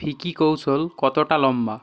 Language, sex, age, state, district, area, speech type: Bengali, male, 18-30, West Bengal, Hooghly, urban, read